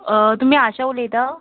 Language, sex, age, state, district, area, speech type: Goan Konkani, female, 18-30, Goa, Murmgao, urban, conversation